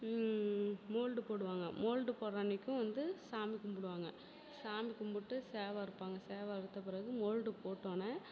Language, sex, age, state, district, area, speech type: Tamil, female, 30-45, Tamil Nadu, Perambalur, rural, spontaneous